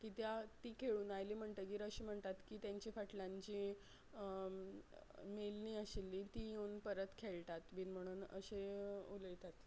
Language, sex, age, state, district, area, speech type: Goan Konkani, female, 30-45, Goa, Quepem, rural, spontaneous